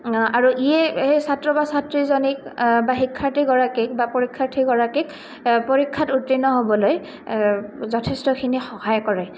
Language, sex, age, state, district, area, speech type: Assamese, female, 18-30, Assam, Goalpara, urban, spontaneous